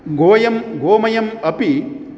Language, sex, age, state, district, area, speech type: Sanskrit, male, 60+, Karnataka, Uttara Kannada, rural, spontaneous